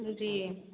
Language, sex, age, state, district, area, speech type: Hindi, female, 30-45, Uttar Pradesh, Sitapur, rural, conversation